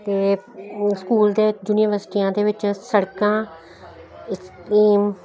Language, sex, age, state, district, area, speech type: Punjabi, female, 60+, Punjab, Jalandhar, urban, spontaneous